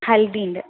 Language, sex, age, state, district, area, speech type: Malayalam, female, 18-30, Kerala, Thrissur, rural, conversation